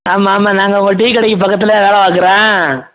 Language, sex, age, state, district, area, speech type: Tamil, male, 18-30, Tamil Nadu, Madurai, rural, conversation